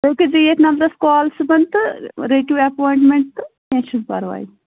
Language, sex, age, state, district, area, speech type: Kashmiri, female, 30-45, Jammu and Kashmir, Pulwama, rural, conversation